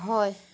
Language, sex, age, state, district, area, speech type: Assamese, female, 30-45, Assam, Jorhat, urban, read